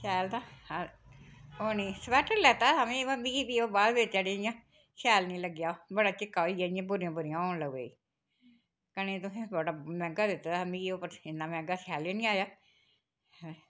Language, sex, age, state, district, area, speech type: Dogri, female, 60+, Jammu and Kashmir, Reasi, rural, spontaneous